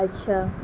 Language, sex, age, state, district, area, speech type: Urdu, female, 18-30, Bihar, Gaya, urban, spontaneous